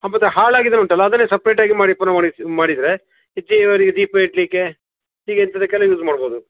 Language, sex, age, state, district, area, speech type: Kannada, male, 45-60, Karnataka, Shimoga, rural, conversation